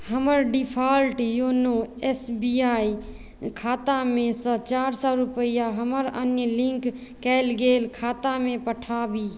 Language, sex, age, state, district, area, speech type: Maithili, female, 18-30, Bihar, Madhubani, rural, read